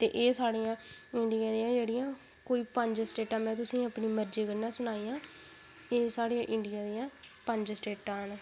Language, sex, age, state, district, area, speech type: Dogri, female, 18-30, Jammu and Kashmir, Udhampur, rural, spontaneous